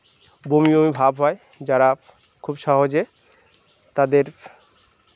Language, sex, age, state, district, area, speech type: Bengali, male, 30-45, West Bengal, Birbhum, urban, spontaneous